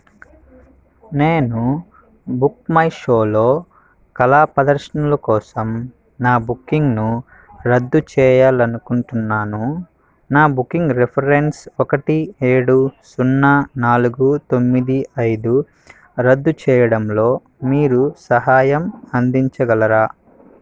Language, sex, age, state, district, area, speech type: Telugu, male, 18-30, Andhra Pradesh, Sri Balaji, rural, read